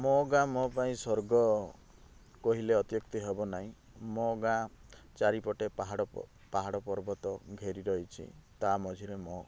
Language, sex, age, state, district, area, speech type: Odia, male, 30-45, Odisha, Rayagada, rural, spontaneous